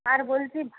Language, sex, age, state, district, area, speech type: Bengali, female, 18-30, West Bengal, Purba Medinipur, rural, conversation